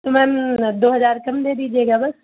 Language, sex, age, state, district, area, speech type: Urdu, female, 30-45, Uttar Pradesh, Lucknow, urban, conversation